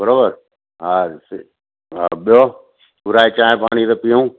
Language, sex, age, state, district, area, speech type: Sindhi, male, 60+, Gujarat, Surat, urban, conversation